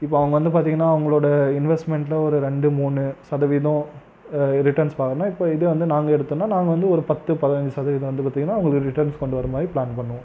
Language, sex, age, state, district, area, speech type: Tamil, male, 18-30, Tamil Nadu, Krishnagiri, rural, spontaneous